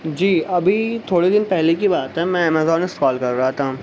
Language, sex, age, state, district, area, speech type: Urdu, male, 18-30, Uttar Pradesh, Shahjahanpur, urban, spontaneous